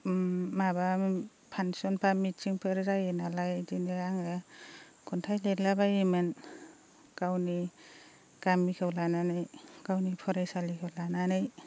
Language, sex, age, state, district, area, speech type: Bodo, female, 30-45, Assam, Baksa, rural, spontaneous